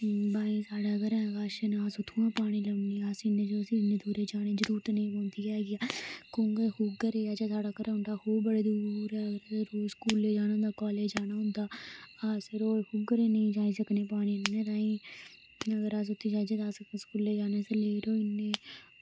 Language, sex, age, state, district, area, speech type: Dogri, female, 18-30, Jammu and Kashmir, Udhampur, rural, spontaneous